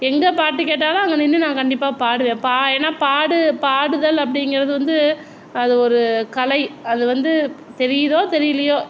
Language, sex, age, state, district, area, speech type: Tamil, female, 60+, Tamil Nadu, Tiruvarur, urban, spontaneous